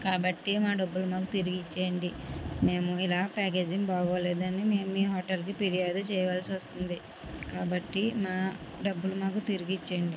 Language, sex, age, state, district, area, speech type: Telugu, female, 60+, Andhra Pradesh, Kakinada, rural, spontaneous